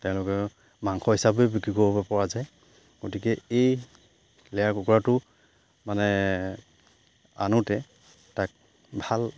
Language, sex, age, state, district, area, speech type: Assamese, male, 30-45, Assam, Charaideo, rural, spontaneous